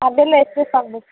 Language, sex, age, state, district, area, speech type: Kannada, female, 18-30, Karnataka, Kolar, rural, conversation